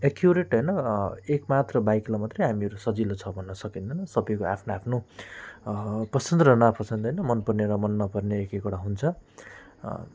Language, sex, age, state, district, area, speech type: Nepali, male, 45-60, West Bengal, Alipurduar, rural, spontaneous